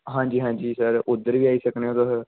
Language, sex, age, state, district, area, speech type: Dogri, male, 18-30, Jammu and Kashmir, Jammu, urban, conversation